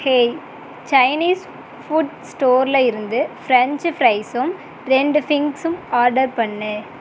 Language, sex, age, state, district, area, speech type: Tamil, female, 18-30, Tamil Nadu, Tiruchirappalli, rural, read